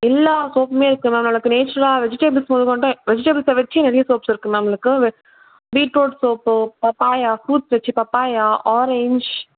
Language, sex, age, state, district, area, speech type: Tamil, female, 18-30, Tamil Nadu, Chengalpattu, urban, conversation